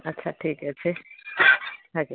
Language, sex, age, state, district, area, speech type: Odia, female, 60+, Odisha, Gajapati, rural, conversation